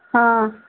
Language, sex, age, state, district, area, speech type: Marathi, female, 45-60, Maharashtra, Nagpur, urban, conversation